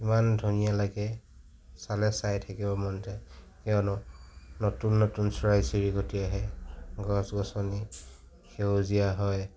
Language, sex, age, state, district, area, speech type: Assamese, male, 60+, Assam, Kamrup Metropolitan, urban, spontaneous